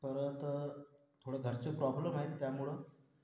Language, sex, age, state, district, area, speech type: Marathi, male, 18-30, Maharashtra, Washim, rural, spontaneous